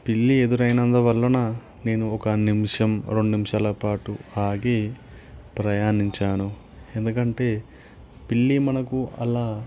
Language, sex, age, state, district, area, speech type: Telugu, male, 18-30, Telangana, Nalgonda, urban, spontaneous